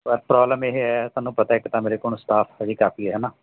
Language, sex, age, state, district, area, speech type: Punjabi, male, 45-60, Punjab, Mansa, rural, conversation